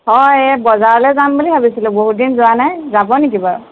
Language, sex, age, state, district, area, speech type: Assamese, female, 45-60, Assam, Jorhat, urban, conversation